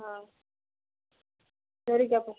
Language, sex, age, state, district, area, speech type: Tamil, female, 30-45, Tamil Nadu, Tiruvannamalai, rural, conversation